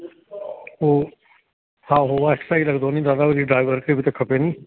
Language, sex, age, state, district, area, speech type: Sindhi, male, 60+, Delhi, South Delhi, rural, conversation